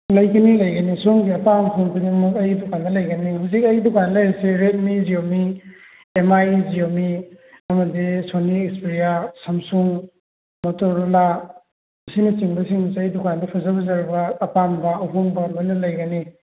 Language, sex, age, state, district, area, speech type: Manipuri, male, 18-30, Manipur, Thoubal, rural, conversation